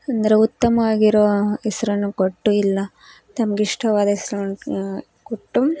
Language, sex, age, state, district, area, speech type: Kannada, female, 18-30, Karnataka, Koppal, rural, spontaneous